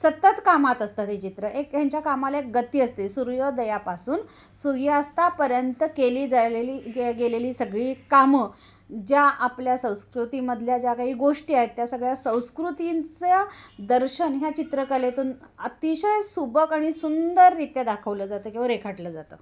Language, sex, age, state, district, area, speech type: Marathi, female, 45-60, Maharashtra, Kolhapur, rural, spontaneous